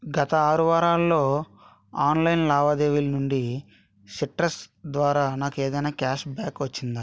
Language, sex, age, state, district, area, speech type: Telugu, male, 30-45, Andhra Pradesh, Vizianagaram, rural, read